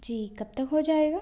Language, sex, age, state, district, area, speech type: Hindi, female, 18-30, Madhya Pradesh, Bhopal, urban, spontaneous